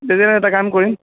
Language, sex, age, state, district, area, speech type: Assamese, male, 30-45, Assam, Sonitpur, urban, conversation